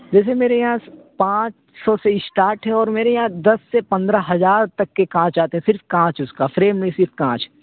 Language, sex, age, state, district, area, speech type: Urdu, male, 18-30, Uttar Pradesh, Siddharthnagar, rural, conversation